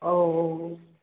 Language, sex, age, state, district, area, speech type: Bodo, female, 18-30, Assam, Baksa, rural, conversation